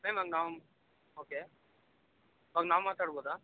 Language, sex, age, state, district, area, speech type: Kannada, male, 30-45, Karnataka, Bangalore Rural, urban, conversation